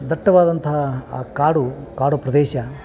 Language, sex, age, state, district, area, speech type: Kannada, male, 45-60, Karnataka, Dharwad, urban, spontaneous